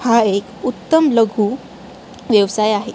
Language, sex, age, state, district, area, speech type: Marathi, female, 18-30, Maharashtra, Sindhudurg, rural, spontaneous